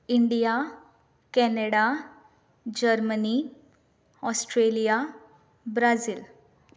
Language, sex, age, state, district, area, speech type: Goan Konkani, female, 18-30, Goa, Canacona, rural, spontaneous